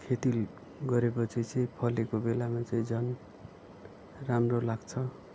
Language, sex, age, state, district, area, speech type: Nepali, male, 45-60, West Bengal, Kalimpong, rural, spontaneous